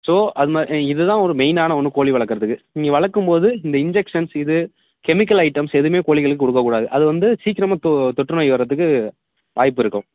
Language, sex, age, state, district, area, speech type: Tamil, male, 18-30, Tamil Nadu, Thanjavur, rural, conversation